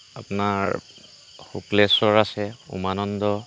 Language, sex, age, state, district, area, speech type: Assamese, male, 45-60, Assam, Kamrup Metropolitan, urban, spontaneous